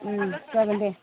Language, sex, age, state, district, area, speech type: Bodo, female, 45-60, Assam, Udalguri, rural, conversation